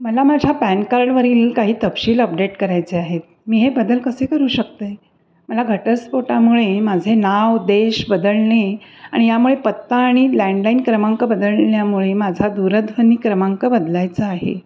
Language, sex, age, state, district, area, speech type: Marathi, female, 60+, Maharashtra, Pune, urban, read